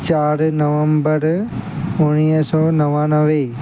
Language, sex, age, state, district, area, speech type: Sindhi, male, 18-30, Gujarat, Surat, urban, spontaneous